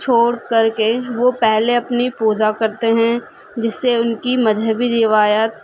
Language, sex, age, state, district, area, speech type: Urdu, female, 18-30, Uttar Pradesh, Gautam Buddha Nagar, urban, spontaneous